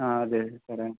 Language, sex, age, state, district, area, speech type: Malayalam, male, 18-30, Kerala, Kasaragod, rural, conversation